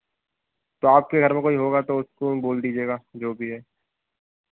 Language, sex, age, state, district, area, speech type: Hindi, male, 30-45, Madhya Pradesh, Harda, urban, conversation